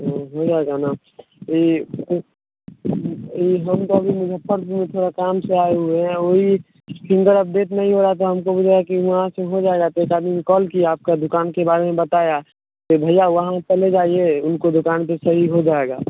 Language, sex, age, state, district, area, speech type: Hindi, male, 18-30, Bihar, Vaishali, rural, conversation